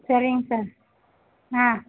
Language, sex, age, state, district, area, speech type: Tamil, female, 60+, Tamil Nadu, Mayiladuthurai, urban, conversation